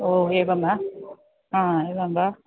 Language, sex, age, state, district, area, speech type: Sanskrit, female, 45-60, Kerala, Kottayam, rural, conversation